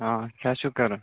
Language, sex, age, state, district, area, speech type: Kashmiri, male, 18-30, Jammu and Kashmir, Shopian, rural, conversation